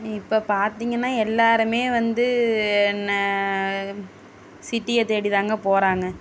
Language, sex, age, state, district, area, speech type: Tamil, female, 30-45, Tamil Nadu, Tiruvarur, rural, spontaneous